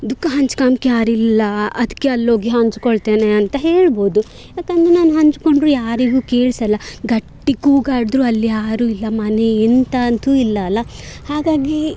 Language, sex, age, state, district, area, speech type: Kannada, female, 18-30, Karnataka, Dakshina Kannada, urban, spontaneous